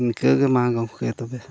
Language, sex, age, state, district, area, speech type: Santali, male, 60+, Odisha, Mayurbhanj, rural, spontaneous